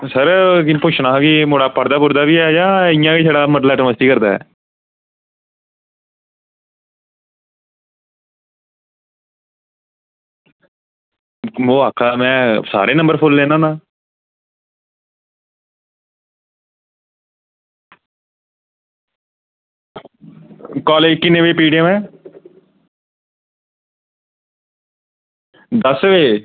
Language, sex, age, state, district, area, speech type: Dogri, male, 18-30, Jammu and Kashmir, Samba, urban, conversation